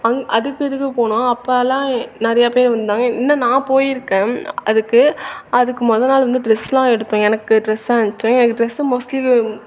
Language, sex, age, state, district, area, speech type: Tamil, female, 18-30, Tamil Nadu, Thanjavur, urban, spontaneous